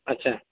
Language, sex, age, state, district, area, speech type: Odia, male, 45-60, Odisha, Sambalpur, rural, conversation